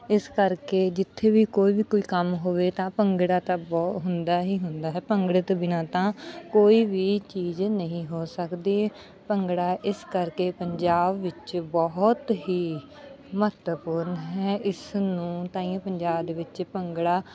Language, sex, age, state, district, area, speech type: Punjabi, female, 30-45, Punjab, Bathinda, rural, spontaneous